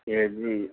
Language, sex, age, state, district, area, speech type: Urdu, male, 60+, Delhi, Central Delhi, urban, conversation